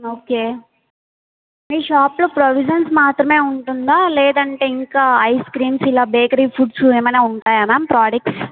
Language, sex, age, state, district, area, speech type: Telugu, female, 18-30, Andhra Pradesh, Sri Balaji, rural, conversation